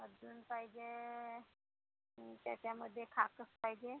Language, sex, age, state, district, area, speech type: Marathi, female, 45-60, Maharashtra, Gondia, rural, conversation